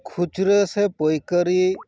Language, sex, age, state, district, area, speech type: Santali, male, 45-60, West Bengal, Paschim Bardhaman, urban, spontaneous